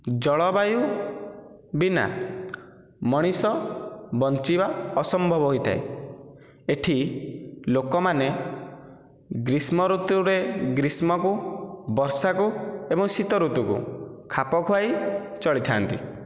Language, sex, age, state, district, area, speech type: Odia, male, 18-30, Odisha, Nayagarh, rural, spontaneous